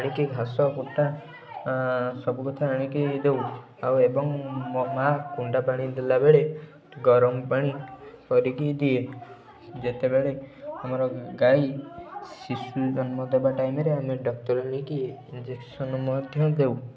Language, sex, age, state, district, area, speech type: Odia, male, 18-30, Odisha, Kendujhar, urban, spontaneous